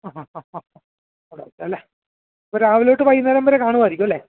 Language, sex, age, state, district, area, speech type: Malayalam, male, 30-45, Kerala, Alappuzha, rural, conversation